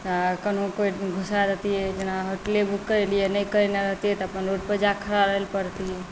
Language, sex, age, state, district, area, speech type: Maithili, female, 45-60, Bihar, Saharsa, rural, spontaneous